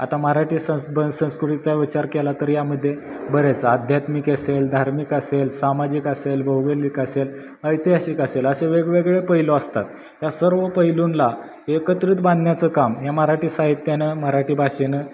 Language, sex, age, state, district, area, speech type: Marathi, male, 18-30, Maharashtra, Satara, rural, spontaneous